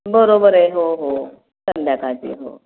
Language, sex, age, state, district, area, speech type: Marathi, female, 60+, Maharashtra, Nashik, urban, conversation